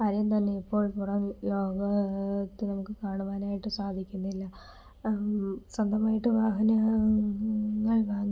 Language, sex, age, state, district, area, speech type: Malayalam, female, 18-30, Kerala, Kollam, rural, spontaneous